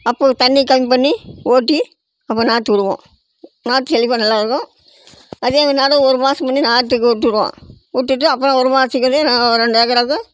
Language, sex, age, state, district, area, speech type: Tamil, female, 60+, Tamil Nadu, Namakkal, rural, spontaneous